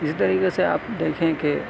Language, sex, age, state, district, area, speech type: Urdu, male, 18-30, Delhi, South Delhi, urban, spontaneous